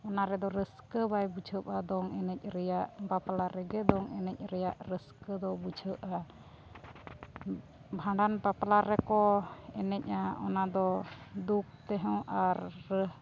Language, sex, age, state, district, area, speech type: Santali, female, 45-60, Odisha, Mayurbhanj, rural, spontaneous